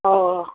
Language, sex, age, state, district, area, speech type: Assamese, female, 45-60, Assam, Nalbari, rural, conversation